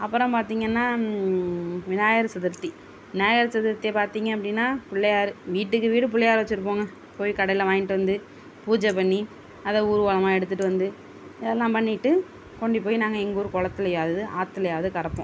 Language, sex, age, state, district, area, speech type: Tamil, female, 30-45, Tamil Nadu, Tiruvarur, rural, spontaneous